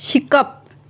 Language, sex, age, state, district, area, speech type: Goan Konkani, female, 45-60, Goa, Tiswadi, rural, read